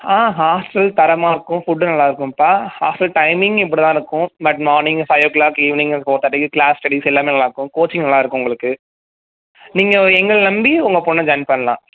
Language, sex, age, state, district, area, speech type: Tamil, male, 30-45, Tamil Nadu, Ariyalur, rural, conversation